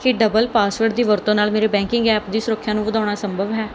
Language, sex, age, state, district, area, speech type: Punjabi, female, 18-30, Punjab, Mohali, rural, read